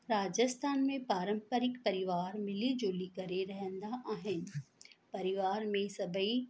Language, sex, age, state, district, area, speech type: Sindhi, female, 45-60, Rajasthan, Ajmer, urban, spontaneous